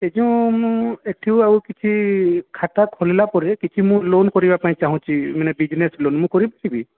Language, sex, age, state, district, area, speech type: Odia, male, 18-30, Odisha, Nayagarh, rural, conversation